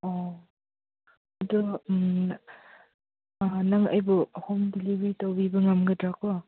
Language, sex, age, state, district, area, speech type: Manipuri, female, 18-30, Manipur, Senapati, urban, conversation